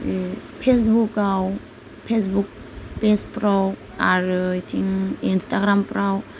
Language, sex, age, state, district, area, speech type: Bodo, female, 30-45, Assam, Goalpara, rural, spontaneous